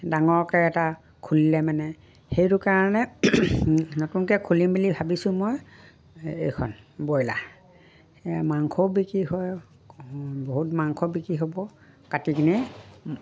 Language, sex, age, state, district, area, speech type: Assamese, female, 60+, Assam, Dibrugarh, rural, spontaneous